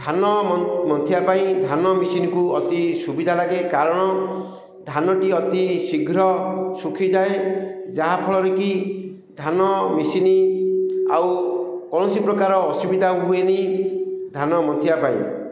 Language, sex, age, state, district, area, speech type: Odia, male, 45-60, Odisha, Ganjam, urban, spontaneous